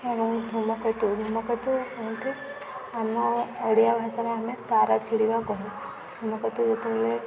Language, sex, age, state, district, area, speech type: Odia, female, 18-30, Odisha, Subarnapur, urban, spontaneous